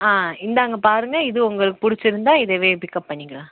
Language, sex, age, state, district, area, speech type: Tamil, female, 30-45, Tamil Nadu, Madurai, urban, conversation